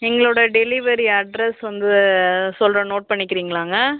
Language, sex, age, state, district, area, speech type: Tamil, male, 45-60, Tamil Nadu, Cuddalore, rural, conversation